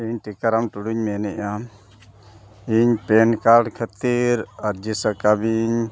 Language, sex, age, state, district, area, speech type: Santali, male, 45-60, Odisha, Mayurbhanj, rural, spontaneous